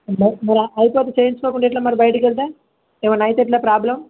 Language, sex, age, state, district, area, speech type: Telugu, male, 18-30, Telangana, Adilabad, urban, conversation